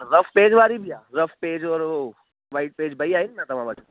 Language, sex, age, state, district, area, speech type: Sindhi, male, 18-30, Delhi, South Delhi, urban, conversation